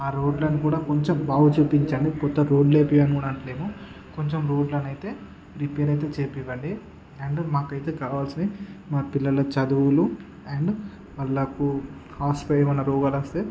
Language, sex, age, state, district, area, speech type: Telugu, male, 30-45, Andhra Pradesh, Srikakulam, urban, spontaneous